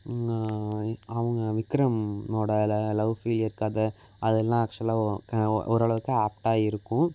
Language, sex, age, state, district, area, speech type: Tamil, male, 18-30, Tamil Nadu, Thanjavur, urban, spontaneous